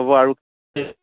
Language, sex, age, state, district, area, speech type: Assamese, male, 45-60, Assam, Goalpara, rural, conversation